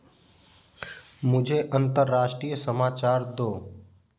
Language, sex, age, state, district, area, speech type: Hindi, male, 18-30, Uttar Pradesh, Prayagraj, rural, read